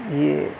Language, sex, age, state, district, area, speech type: Urdu, male, 18-30, Delhi, South Delhi, urban, spontaneous